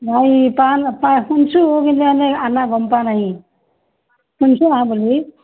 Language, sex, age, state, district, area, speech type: Assamese, female, 60+, Assam, Barpeta, rural, conversation